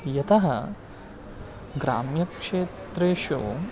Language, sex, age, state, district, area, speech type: Sanskrit, male, 18-30, Karnataka, Bangalore Rural, rural, spontaneous